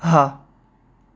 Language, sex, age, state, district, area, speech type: Gujarati, male, 18-30, Gujarat, Anand, urban, read